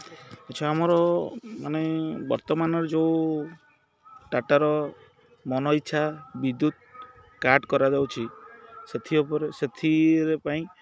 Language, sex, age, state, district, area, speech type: Odia, male, 30-45, Odisha, Jagatsinghpur, urban, spontaneous